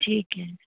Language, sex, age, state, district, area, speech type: Punjabi, female, 30-45, Punjab, Mohali, urban, conversation